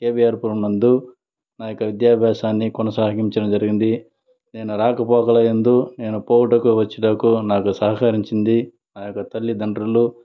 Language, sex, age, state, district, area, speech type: Telugu, male, 30-45, Andhra Pradesh, Sri Balaji, urban, spontaneous